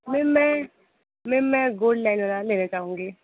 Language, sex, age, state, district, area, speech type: Hindi, female, 18-30, Uttar Pradesh, Sonbhadra, rural, conversation